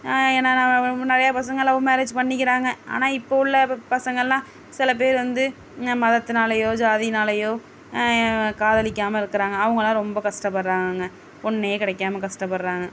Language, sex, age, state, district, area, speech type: Tamil, female, 30-45, Tamil Nadu, Tiruvarur, rural, spontaneous